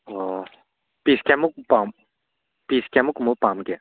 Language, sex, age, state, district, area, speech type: Manipuri, male, 18-30, Manipur, Churachandpur, rural, conversation